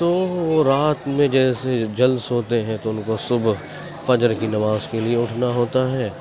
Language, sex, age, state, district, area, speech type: Urdu, male, 18-30, Uttar Pradesh, Gautam Buddha Nagar, rural, spontaneous